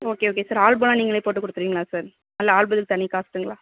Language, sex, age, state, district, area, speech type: Tamil, female, 18-30, Tamil Nadu, Mayiladuthurai, rural, conversation